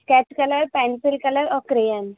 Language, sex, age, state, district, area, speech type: Urdu, female, 18-30, Delhi, North West Delhi, urban, conversation